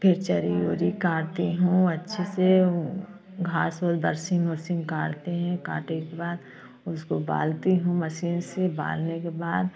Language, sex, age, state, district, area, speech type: Hindi, female, 45-60, Uttar Pradesh, Jaunpur, rural, spontaneous